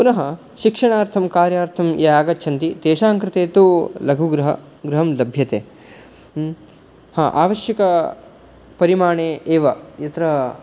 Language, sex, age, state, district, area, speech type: Sanskrit, male, 18-30, Karnataka, Uttara Kannada, rural, spontaneous